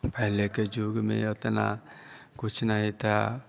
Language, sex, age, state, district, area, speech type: Hindi, male, 30-45, Bihar, Vaishali, urban, spontaneous